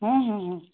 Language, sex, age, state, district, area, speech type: Odia, female, 45-60, Odisha, Sambalpur, rural, conversation